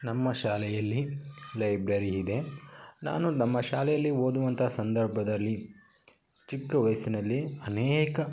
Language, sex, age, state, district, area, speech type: Kannada, male, 30-45, Karnataka, Chitradurga, rural, spontaneous